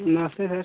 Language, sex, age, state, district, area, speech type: Hindi, male, 18-30, Uttar Pradesh, Mau, rural, conversation